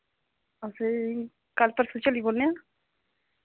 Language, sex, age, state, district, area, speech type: Dogri, female, 30-45, Jammu and Kashmir, Samba, rural, conversation